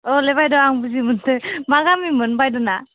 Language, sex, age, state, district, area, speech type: Bodo, female, 18-30, Assam, Kokrajhar, rural, conversation